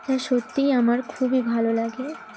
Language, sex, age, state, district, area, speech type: Bengali, female, 18-30, West Bengal, Dakshin Dinajpur, urban, spontaneous